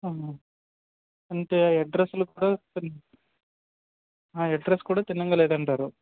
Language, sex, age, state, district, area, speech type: Telugu, male, 18-30, Andhra Pradesh, Anakapalli, rural, conversation